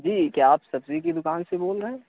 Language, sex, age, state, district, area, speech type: Urdu, male, 18-30, Uttar Pradesh, Shahjahanpur, urban, conversation